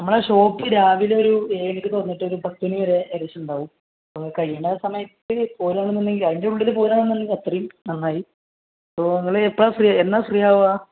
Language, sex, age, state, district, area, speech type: Malayalam, male, 30-45, Kerala, Malappuram, rural, conversation